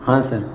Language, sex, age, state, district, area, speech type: Urdu, male, 30-45, Uttar Pradesh, Muzaffarnagar, urban, spontaneous